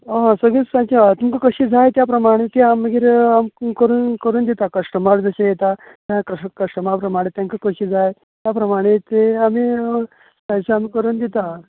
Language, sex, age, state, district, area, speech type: Goan Konkani, male, 30-45, Goa, Canacona, rural, conversation